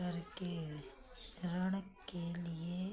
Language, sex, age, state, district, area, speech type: Hindi, female, 45-60, Madhya Pradesh, Narsinghpur, rural, read